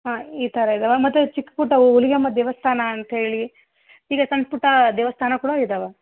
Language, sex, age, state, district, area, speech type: Kannada, female, 18-30, Karnataka, Vijayanagara, rural, conversation